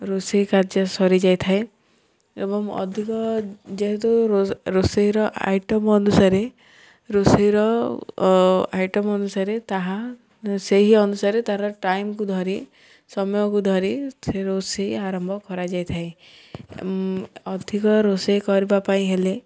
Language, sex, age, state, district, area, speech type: Odia, female, 18-30, Odisha, Ganjam, urban, spontaneous